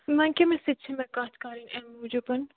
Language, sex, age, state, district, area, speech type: Kashmiri, female, 30-45, Jammu and Kashmir, Bandipora, rural, conversation